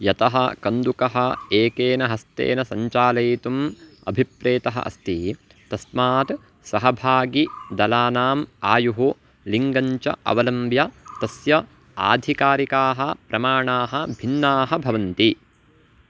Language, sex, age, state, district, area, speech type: Sanskrit, male, 18-30, Karnataka, Uttara Kannada, rural, read